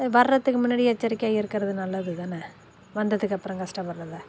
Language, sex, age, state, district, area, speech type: Tamil, female, 45-60, Tamil Nadu, Nagapattinam, rural, spontaneous